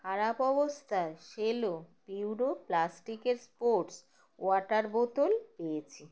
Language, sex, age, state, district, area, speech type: Bengali, female, 45-60, West Bengal, Howrah, urban, read